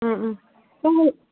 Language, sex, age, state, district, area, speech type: Manipuri, female, 45-60, Manipur, Kakching, rural, conversation